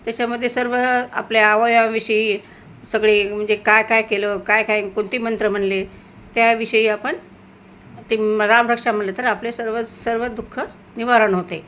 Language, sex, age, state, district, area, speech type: Marathi, female, 60+, Maharashtra, Nanded, urban, spontaneous